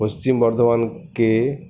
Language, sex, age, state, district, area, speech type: Bengali, male, 60+, West Bengal, Paschim Bardhaman, urban, spontaneous